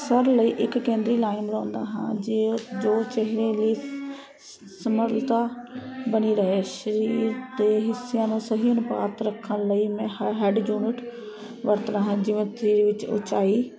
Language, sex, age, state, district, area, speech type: Punjabi, female, 30-45, Punjab, Ludhiana, urban, spontaneous